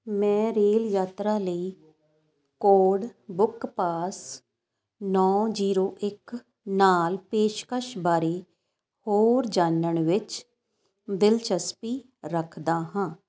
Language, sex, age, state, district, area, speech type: Punjabi, female, 45-60, Punjab, Fazilka, rural, read